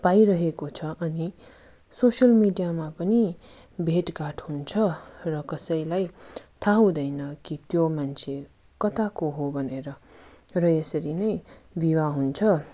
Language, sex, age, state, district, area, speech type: Nepali, female, 45-60, West Bengal, Darjeeling, rural, spontaneous